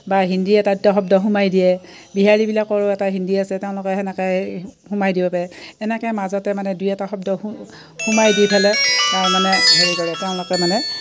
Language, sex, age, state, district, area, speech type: Assamese, female, 60+, Assam, Udalguri, rural, spontaneous